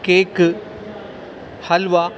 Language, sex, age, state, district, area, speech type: Malayalam, male, 45-60, Kerala, Alappuzha, rural, spontaneous